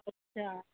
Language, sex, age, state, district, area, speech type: Gujarati, female, 30-45, Gujarat, Ahmedabad, urban, conversation